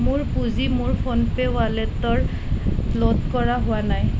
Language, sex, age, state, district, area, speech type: Assamese, female, 30-45, Assam, Nalbari, rural, read